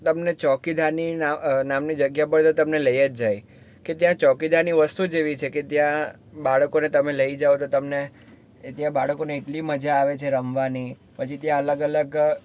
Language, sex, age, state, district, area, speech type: Gujarati, male, 18-30, Gujarat, Surat, urban, spontaneous